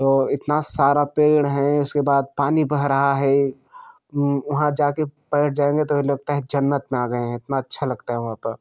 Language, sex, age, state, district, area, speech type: Hindi, male, 18-30, Uttar Pradesh, Jaunpur, urban, spontaneous